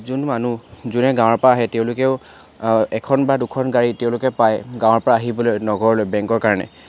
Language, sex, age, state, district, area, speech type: Assamese, male, 18-30, Assam, Charaideo, urban, spontaneous